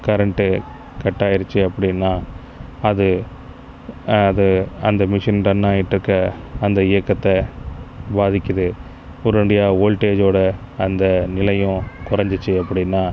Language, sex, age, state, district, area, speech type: Tamil, male, 30-45, Tamil Nadu, Pudukkottai, rural, spontaneous